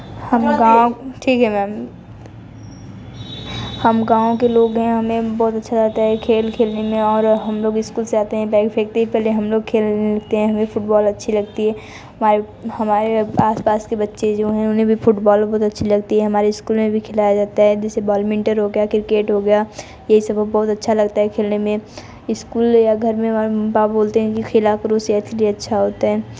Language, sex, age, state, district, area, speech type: Hindi, female, 30-45, Uttar Pradesh, Mirzapur, rural, spontaneous